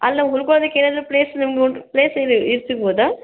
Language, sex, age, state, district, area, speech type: Kannada, female, 18-30, Karnataka, Bangalore Rural, rural, conversation